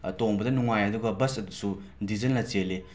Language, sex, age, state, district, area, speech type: Manipuri, male, 18-30, Manipur, Imphal West, urban, spontaneous